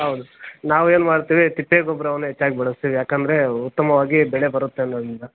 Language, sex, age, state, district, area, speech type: Kannada, male, 30-45, Karnataka, Kolar, rural, conversation